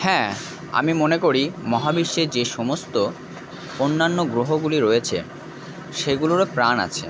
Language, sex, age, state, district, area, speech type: Bengali, male, 45-60, West Bengal, Purba Bardhaman, urban, spontaneous